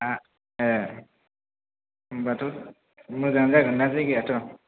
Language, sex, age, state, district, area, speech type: Bodo, male, 18-30, Assam, Kokrajhar, rural, conversation